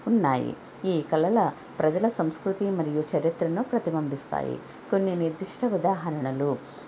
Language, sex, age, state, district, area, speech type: Telugu, female, 45-60, Andhra Pradesh, Konaseema, rural, spontaneous